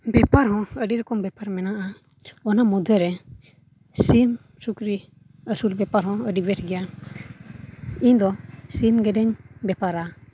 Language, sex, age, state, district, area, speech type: Santali, male, 18-30, Jharkhand, East Singhbhum, rural, spontaneous